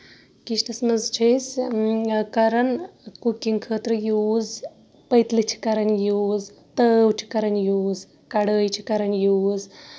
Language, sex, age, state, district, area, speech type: Kashmiri, female, 30-45, Jammu and Kashmir, Shopian, urban, spontaneous